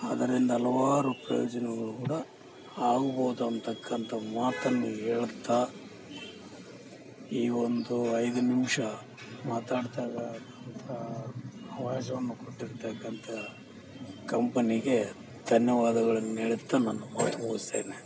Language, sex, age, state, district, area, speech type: Kannada, male, 45-60, Karnataka, Bellary, rural, spontaneous